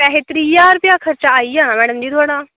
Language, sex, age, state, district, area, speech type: Dogri, female, 18-30, Jammu and Kashmir, Kathua, rural, conversation